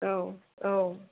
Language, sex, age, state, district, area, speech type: Bodo, female, 45-60, Assam, Kokrajhar, rural, conversation